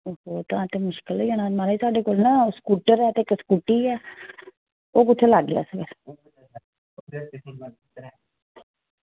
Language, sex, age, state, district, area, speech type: Dogri, female, 60+, Jammu and Kashmir, Reasi, rural, conversation